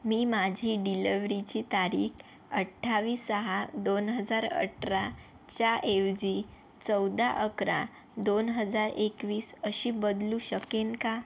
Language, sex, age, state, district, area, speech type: Marathi, female, 18-30, Maharashtra, Yavatmal, rural, read